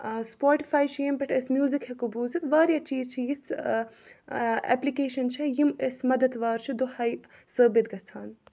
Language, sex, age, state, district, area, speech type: Kashmiri, female, 18-30, Jammu and Kashmir, Budgam, rural, spontaneous